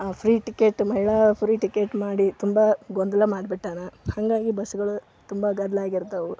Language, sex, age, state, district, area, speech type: Kannada, female, 30-45, Karnataka, Gadag, rural, spontaneous